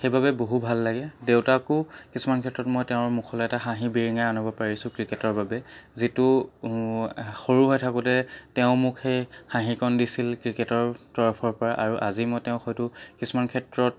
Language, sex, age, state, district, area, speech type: Assamese, male, 18-30, Assam, Charaideo, urban, spontaneous